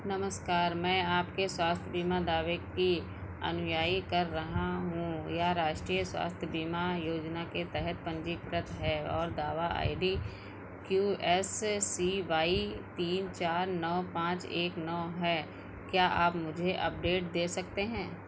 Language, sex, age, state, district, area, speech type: Hindi, female, 45-60, Uttar Pradesh, Sitapur, rural, read